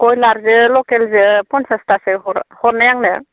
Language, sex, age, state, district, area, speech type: Bodo, female, 45-60, Assam, Baksa, rural, conversation